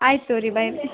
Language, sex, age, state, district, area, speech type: Kannada, female, 18-30, Karnataka, Gadag, urban, conversation